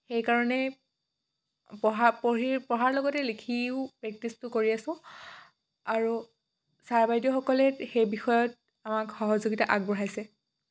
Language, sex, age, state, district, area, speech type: Assamese, female, 18-30, Assam, Dhemaji, rural, spontaneous